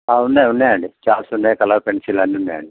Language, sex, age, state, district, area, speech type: Telugu, male, 45-60, Telangana, Peddapalli, rural, conversation